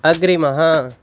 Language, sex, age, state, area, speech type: Sanskrit, male, 18-30, Delhi, rural, read